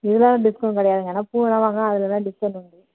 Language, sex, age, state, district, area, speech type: Tamil, female, 18-30, Tamil Nadu, Thanjavur, urban, conversation